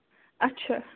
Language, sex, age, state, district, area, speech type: Kashmiri, female, 30-45, Jammu and Kashmir, Bandipora, rural, conversation